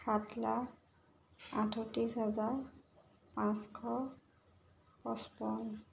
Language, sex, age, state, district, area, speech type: Assamese, female, 18-30, Assam, Jorhat, urban, spontaneous